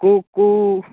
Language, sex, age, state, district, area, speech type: Odia, male, 18-30, Odisha, Nayagarh, rural, conversation